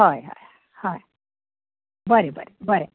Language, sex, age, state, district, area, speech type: Goan Konkani, female, 45-60, Goa, Ponda, rural, conversation